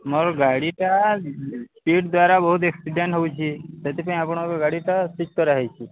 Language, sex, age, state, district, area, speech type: Odia, male, 30-45, Odisha, Balangir, urban, conversation